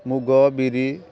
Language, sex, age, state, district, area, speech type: Odia, male, 60+, Odisha, Kendrapara, urban, spontaneous